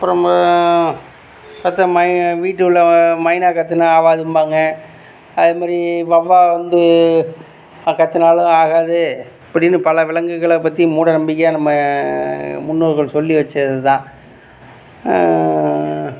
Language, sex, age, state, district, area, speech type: Tamil, male, 45-60, Tamil Nadu, Tiruchirappalli, rural, spontaneous